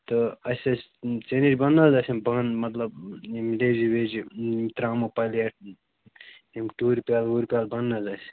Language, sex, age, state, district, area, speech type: Kashmiri, male, 18-30, Jammu and Kashmir, Bandipora, rural, conversation